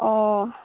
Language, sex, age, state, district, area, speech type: Assamese, female, 18-30, Assam, Sivasagar, rural, conversation